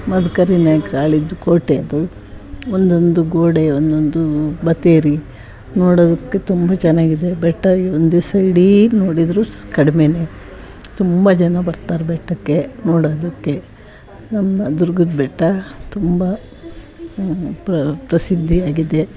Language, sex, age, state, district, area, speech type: Kannada, female, 60+, Karnataka, Chitradurga, rural, spontaneous